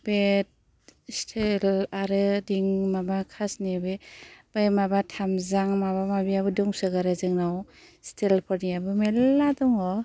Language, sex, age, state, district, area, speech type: Bodo, female, 60+, Assam, Kokrajhar, urban, spontaneous